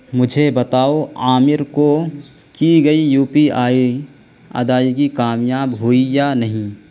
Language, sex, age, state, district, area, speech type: Urdu, male, 18-30, Uttar Pradesh, Balrampur, rural, read